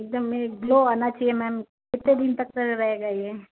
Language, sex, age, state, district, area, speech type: Hindi, female, 30-45, Rajasthan, Jodhpur, urban, conversation